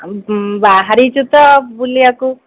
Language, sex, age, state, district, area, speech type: Odia, female, 30-45, Odisha, Sundergarh, urban, conversation